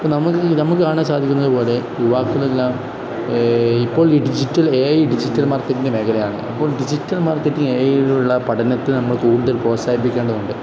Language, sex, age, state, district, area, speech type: Malayalam, male, 18-30, Kerala, Kozhikode, rural, spontaneous